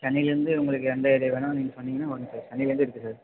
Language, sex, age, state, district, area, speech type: Tamil, male, 18-30, Tamil Nadu, Ranipet, urban, conversation